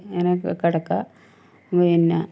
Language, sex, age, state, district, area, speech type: Malayalam, female, 60+, Kerala, Wayanad, rural, spontaneous